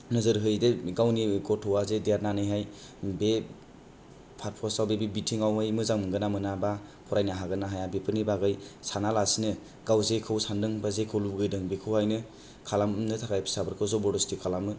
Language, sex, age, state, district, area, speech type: Bodo, male, 18-30, Assam, Kokrajhar, rural, spontaneous